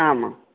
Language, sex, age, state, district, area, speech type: Sanskrit, male, 18-30, Odisha, Bargarh, rural, conversation